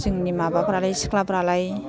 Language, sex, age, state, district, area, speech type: Bodo, female, 60+, Assam, Udalguri, rural, spontaneous